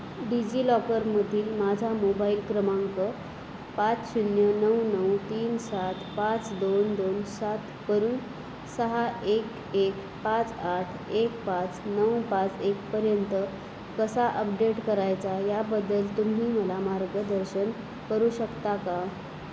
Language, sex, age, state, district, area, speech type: Marathi, female, 30-45, Maharashtra, Nanded, urban, read